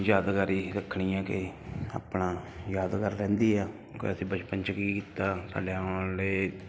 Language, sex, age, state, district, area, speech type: Punjabi, male, 30-45, Punjab, Ludhiana, urban, spontaneous